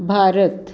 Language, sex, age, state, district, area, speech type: Marathi, female, 60+, Maharashtra, Pune, urban, spontaneous